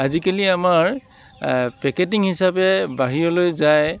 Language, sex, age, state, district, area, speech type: Assamese, male, 45-60, Assam, Dibrugarh, rural, spontaneous